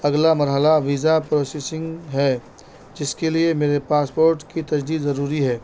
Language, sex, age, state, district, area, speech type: Urdu, male, 30-45, Delhi, North East Delhi, urban, spontaneous